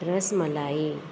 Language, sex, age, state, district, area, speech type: Goan Konkani, female, 45-60, Goa, Murmgao, rural, spontaneous